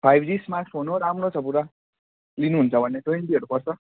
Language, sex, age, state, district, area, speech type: Nepali, male, 18-30, West Bengal, Kalimpong, rural, conversation